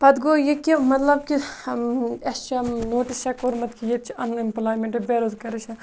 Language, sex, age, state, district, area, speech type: Kashmiri, female, 18-30, Jammu and Kashmir, Kupwara, rural, spontaneous